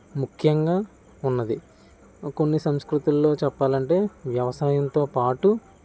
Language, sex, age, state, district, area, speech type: Telugu, male, 30-45, Andhra Pradesh, Kakinada, rural, spontaneous